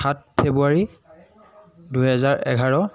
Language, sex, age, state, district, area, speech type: Assamese, male, 18-30, Assam, Jorhat, urban, spontaneous